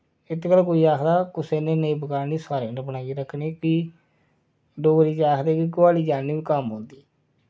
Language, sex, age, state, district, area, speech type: Dogri, male, 30-45, Jammu and Kashmir, Reasi, rural, spontaneous